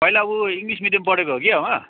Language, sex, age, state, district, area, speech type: Nepali, male, 30-45, West Bengal, Darjeeling, rural, conversation